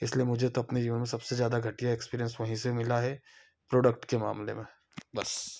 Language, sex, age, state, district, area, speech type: Hindi, male, 30-45, Madhya Pradesh, Ujjain, urban, spontaneous